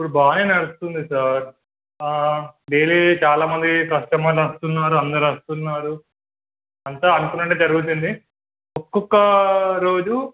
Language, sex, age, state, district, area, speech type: Telugu, male, 18-30, Telangana, Hanamkonda, urban, conversation